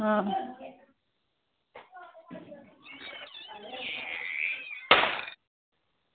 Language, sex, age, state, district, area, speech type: Dogri, female, 60+, Jammu and Kashmir, Reasi, rural, conversation